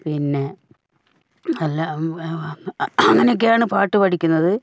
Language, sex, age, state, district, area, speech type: Malayalam, female, 60+, Kerala, Wayanad, rural, spontaneous